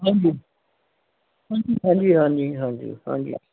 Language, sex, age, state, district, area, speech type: Punjabi, male, 60+, Punjab, Fazilka, rural, conversation